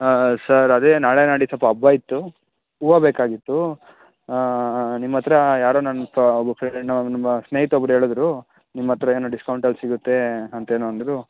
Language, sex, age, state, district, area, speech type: Kannada, male, 18-30, Karnataka, Tumkur, urban, conversation